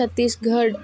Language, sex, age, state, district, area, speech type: Telugu, female, 18-30, Andhra Pradesh, Kakinada, urban, spontaneous